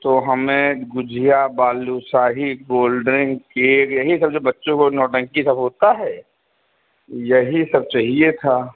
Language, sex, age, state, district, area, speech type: Hindi, male, 45-60, Uttar Pradesh, Sitapur, rural, conversation